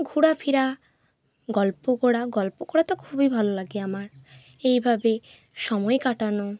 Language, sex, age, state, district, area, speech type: Bengali, female, 30-45, West Bengal, Bankura, urban, spontaneous